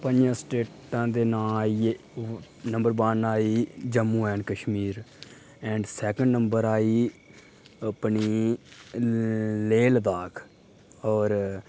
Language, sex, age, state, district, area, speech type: Dogri, male, 30-45, Jammu and Kashmir, Udhampur, rural, spontaneous